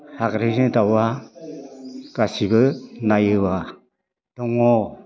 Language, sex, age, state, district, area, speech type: Bodo, male, 60+, Assam, Udalguri, rural, spontaneous